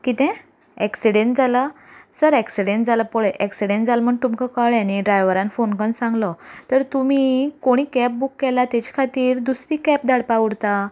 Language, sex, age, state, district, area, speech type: Goan Konkani, female, 18-30, Goa, Canacona, rural, spontaneous